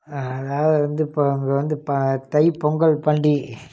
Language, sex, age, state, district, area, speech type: Tamil, male, 45-60, Tamil Nadu, Namakkal, rural, spontaneous